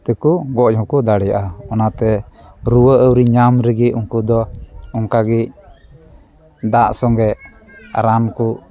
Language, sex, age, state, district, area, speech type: Santali, male, 30-45, West Bengal, Dakshin Dinajpur, rural, spontaneous